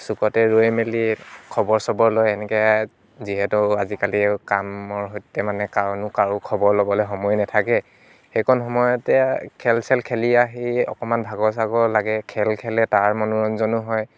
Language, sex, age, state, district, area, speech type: Assamese, male, 18-30, Assam, Dibrugarh, rural, spontaneous